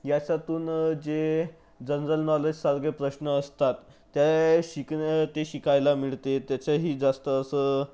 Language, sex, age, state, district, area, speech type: Marathi, male, 45-60, Maharashtra, Nagpur, urban, spontaneous